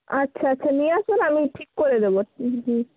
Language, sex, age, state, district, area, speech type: Bengali, female, 30-45, West Bengal, Bankura, urban, conversation